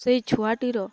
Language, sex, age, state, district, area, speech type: Odia, female, 18-30, Odisha, Balangir, urban, spontaneous